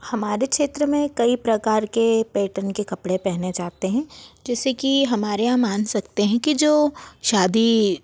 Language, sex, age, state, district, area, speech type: Hindi, female, 60+, Madhya Pradesh, Bhopal, urban, spontaneous